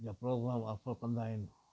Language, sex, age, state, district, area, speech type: Sindhi, male, 60+, Gujarat, Kutch, rural, read